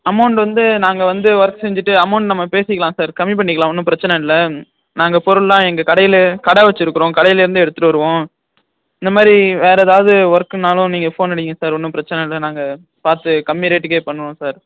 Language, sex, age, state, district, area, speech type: Tamil, male, 45-60, Tamil Nadu, Ariyalur, rural, conversation